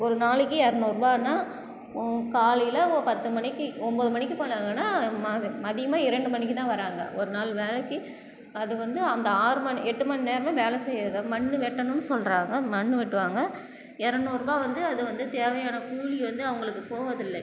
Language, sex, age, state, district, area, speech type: Tamil, female, 30-45, Tamil Nadu, Cuddalore, rural, spontaneous